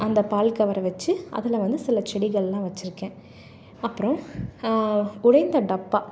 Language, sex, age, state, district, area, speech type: Tamil, female, 30-45, Tamil Nadu, Salem, urban, spontaneous